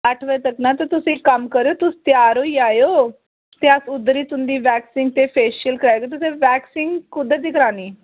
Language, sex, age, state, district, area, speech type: Dogri, female, 30-45, Jammu and Kashmir, Jammu, urban, conversation